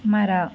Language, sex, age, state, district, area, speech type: Kannada, female, 18-30, Karnataka, Tumkur, rural, read